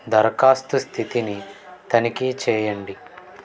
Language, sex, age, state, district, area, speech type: Telugu, male, 18-30, Andhra Pradesh, N T Rama Rao, urban, read